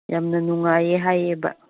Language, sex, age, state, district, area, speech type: Manipuri, female, 30-45, Manipur, Chandel, rural, conversation